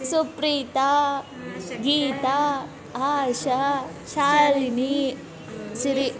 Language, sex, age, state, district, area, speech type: Kannada, female, 18-30, Karnataka, Kolar, rural, spontaneous